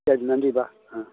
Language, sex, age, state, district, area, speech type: Tamil, male, 60+, Tamil Nadu, Thanjavur, rural, conversation